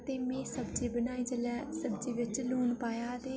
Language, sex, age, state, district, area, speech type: Dogri, female, 18-30, Jammu and Kashmir, Udhampur, rural, spontaneous